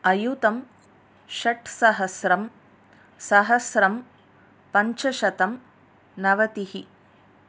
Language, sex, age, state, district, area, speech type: Sanskrit, female, 30-45, Tamil Nadu, Tiruchirappalli, urban, spontaneous